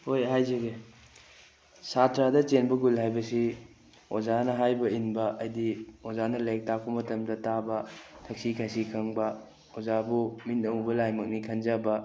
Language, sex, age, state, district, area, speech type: Manipuri, male, 18-30, Manipur, Bishnupur, rural, spontaneous